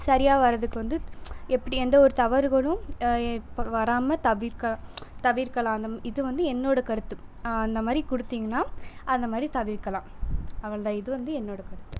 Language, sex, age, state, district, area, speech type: Tamil, female, 18-30, Tamil Nadu, Pudukkottai, rural, spontaneous